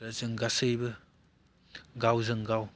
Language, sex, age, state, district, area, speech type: Bodo, male, 18-30, Assam, Baksa, rural, spontaneous